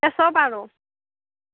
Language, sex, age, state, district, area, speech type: Assamese, female, 45-60, Assam, Darrang, rural, conversation